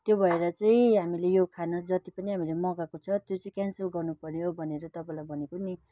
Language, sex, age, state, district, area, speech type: Nepali, female, 60+, West Bengal, Kalimpong, rural, spontaneous